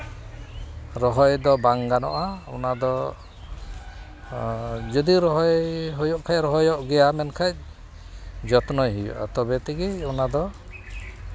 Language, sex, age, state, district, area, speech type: Santali, male, 60+, West Bengal, Malda, rural, spontaneous